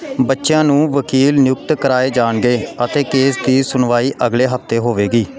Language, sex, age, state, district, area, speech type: Punjabi, male, 30-45, Punjab, Pathankot, rural, read